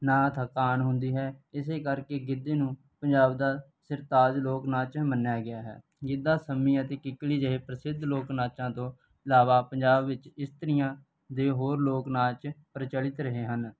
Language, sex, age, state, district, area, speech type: Punjabi, male, 18-30, Punjab, Barnala, rural, spontaneous